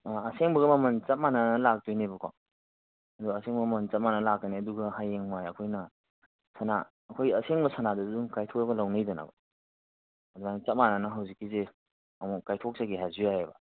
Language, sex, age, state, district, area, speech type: Manipuri, male, 30-45, Manipur, Kangpokpi, urban, conversation